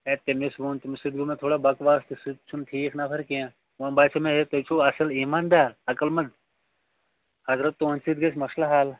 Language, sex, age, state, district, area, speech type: Kashmiri, male, 45-60, Jammu and Kashmir, Shopian, urban, conversation